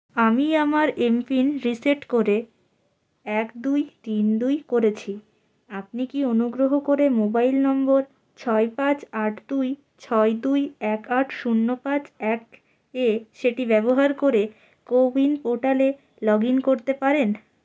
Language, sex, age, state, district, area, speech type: Bengali, female, 30-45, West Bengal, Purulia, urban, read